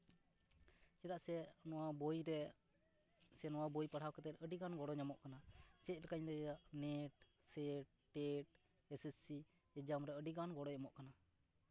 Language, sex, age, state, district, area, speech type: Santali, male, 30-45, West Bengal, Purba Bardhaman, rural, spontaneous